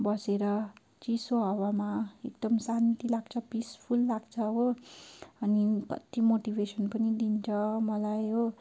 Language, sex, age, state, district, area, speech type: Nepali, female, 18-30, West Bengal, Darjeeling, rural, spontaneous